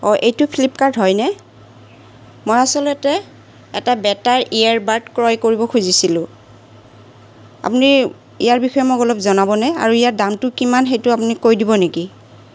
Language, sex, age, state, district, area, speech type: Assamese, female, 60+, Assam, Goalpara, urban, spontaneous